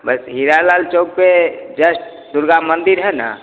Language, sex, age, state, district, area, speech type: Hindi, male, 30-45, Bihar, Begusarai, rural, conversation